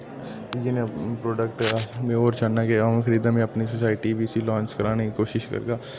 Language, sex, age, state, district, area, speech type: Dogri, male, 18-30, Jammu and Kashmir, Udhampur, rural, spontaneous